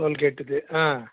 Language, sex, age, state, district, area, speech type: Tamil, male, 60+, Tamil Nadu, Krishnagiri, rural, conversation